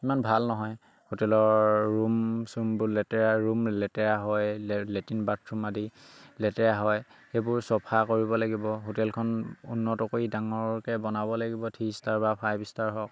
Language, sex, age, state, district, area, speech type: Assamese, male, 18-30, Assam, Charaideo, rural, spontaneous